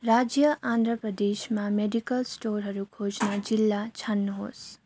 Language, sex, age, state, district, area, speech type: Nepali, female, 30-45, West Bengal, Darjeeling, rural, read